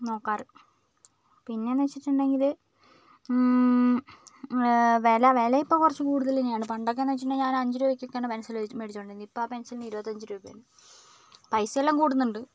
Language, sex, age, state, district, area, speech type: Malayalam, female, 18-30, Kerala, Wayanad, rural, spontaneous